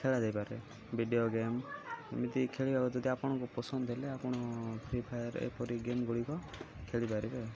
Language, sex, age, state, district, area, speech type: Odia, male, 18-30, Odisha, Malkangiri, urban, spontaneous